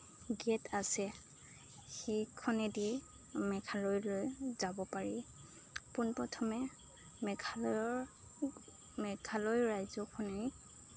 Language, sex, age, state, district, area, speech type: Assamese, female, 30-45, Assam, Nagaon, rural, spontaneous